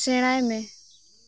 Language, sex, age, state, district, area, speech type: Santali, female, 18-30, Jharkhand, Seraikela Kharsawan, rural, read